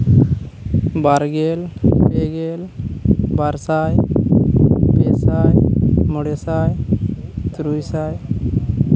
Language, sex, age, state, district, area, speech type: Santali, male, 30-45, Jharkhand, East Singhbhum, rural, spontaneous